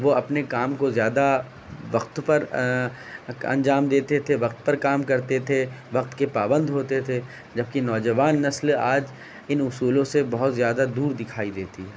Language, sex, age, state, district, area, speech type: Urdu, male, 18-30, Uttar Pradesh, Shahjahanpur, urban, spontaneous